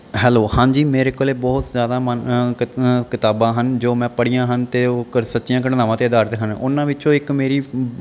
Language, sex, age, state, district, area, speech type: Punjabi, male, 30-45, Punjab, Bathinda, urban, spontaneous